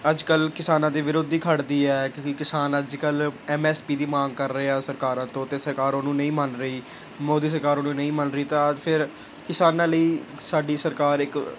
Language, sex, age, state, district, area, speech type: Punjabi, male, 18-30, Punjab, Gurdaspur, urban, spontaneous